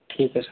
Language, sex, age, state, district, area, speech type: Hindi, male, 18-30, Rajasthan, Karauli, rural, conversation